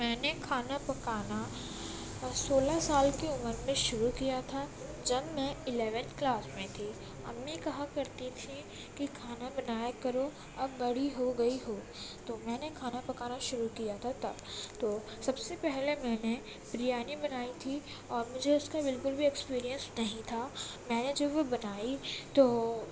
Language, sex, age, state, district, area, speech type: Urdu, female, 18-30, Uttar Pradesh, Gautam Buddha Nagar, urban, spontaneous